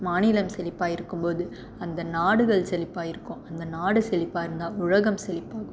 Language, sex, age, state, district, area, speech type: Tamil, female, 18-30, Tamil Nadu, Salem, rural, spontaneous